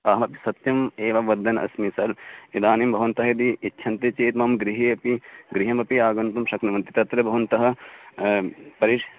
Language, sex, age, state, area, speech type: Sanskrit, male, 18-30, Uttarakhand, urban, conversation